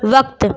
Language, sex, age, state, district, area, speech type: Urdu, female, 18-30, Uttar Pradesh, Lucknow, rural, read